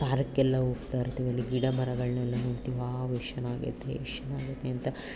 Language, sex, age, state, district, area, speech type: Kannada, female, 18-30, Karnataka, Chamarajanagar, rural, spontaneous